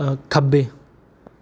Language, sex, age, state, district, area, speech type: Punjabi, male, 18-30, Punjab, Bathinda, urban, read